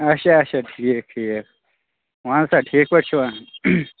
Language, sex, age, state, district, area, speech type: Kashmiri, male, 30-45, Jammu and Kashmir, Bandipora, rural, conversation